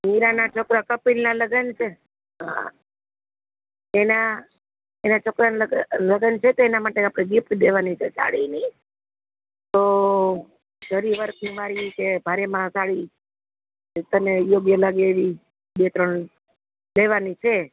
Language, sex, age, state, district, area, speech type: Gujarati, male, 60+, Gujarat, Rajkot, urban, conversation